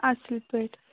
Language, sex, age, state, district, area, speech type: Kashmiri, female, 18-30, Jammu and Kashmir, Ganderbal, rural, conversation